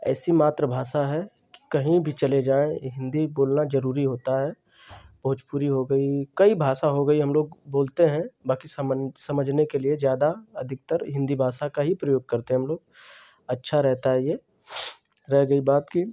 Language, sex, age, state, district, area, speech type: Hindi, male, 30-45, Uttar Pradesh, Ghazipur, rural, spontaneous